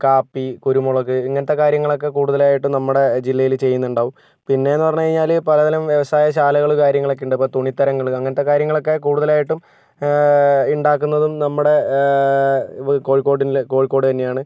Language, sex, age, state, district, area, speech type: Malayalam, male, 18-30, Kerala, Kozhikode, urban, spontaneous